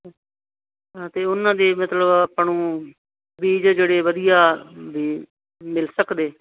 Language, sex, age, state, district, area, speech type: Punjabi, female, 60+, Punjab, Muktsar, urban, conversation